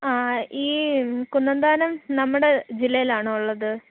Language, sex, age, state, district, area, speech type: Malayalam, female, 18-30, Kerala, Kollam, rural, conversation